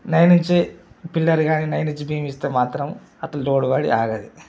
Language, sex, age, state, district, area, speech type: Telugu, male, 45-60, Telangana, Mancherial, rural, spontaneous